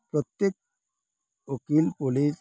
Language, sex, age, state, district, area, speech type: Odia, female, 30-45, Odisha, Balangir, urban, spontaneous